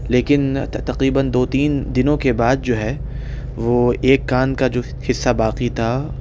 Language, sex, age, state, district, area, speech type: Urdu, male, 18-30, Delhi, South Delhi, urban, spontaneous